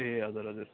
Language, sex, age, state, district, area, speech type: Nepali, male, 18-30, West Bengal, Kalimpong, rural, conversation